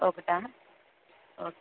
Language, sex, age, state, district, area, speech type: Telugu, female, 18-30, Andhra Pradesh, N T Rama Rao, urban, conversation